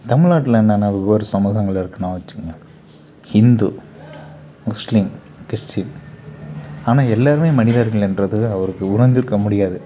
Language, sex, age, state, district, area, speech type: Tamil, male, 18-30, Tamil Nadu, Kallakurichi, urban, spontaneous